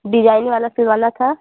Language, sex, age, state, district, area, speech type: Hindi, female, 18-30, Uttar Pradesh, Azamgarh, rural, conversation